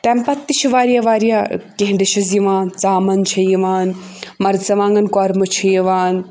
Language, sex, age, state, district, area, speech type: Kashmiri, female, 18-30, Jammu and Kashmir, Budgam, urban, spontaneous